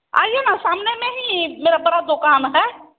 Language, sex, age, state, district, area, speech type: Hindi, female, 45-60, Bihar, Samastipur, rural, conversation